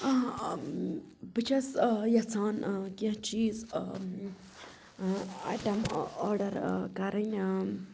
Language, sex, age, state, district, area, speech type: Kashmiri, female, 30-45, Jammu and Kashmir, Budgam, rural, spontaneous